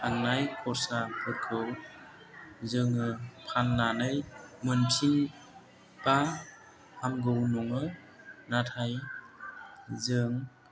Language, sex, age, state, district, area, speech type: Bodo, male, 45-60, Assam, Chirang, rural, spontaneous